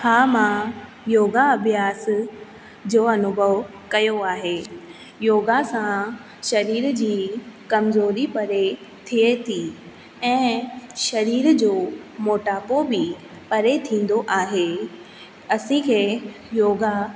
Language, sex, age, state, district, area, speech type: Sindhi, female, 18-30, Rajasthan, Ajmer, urban, spontaneous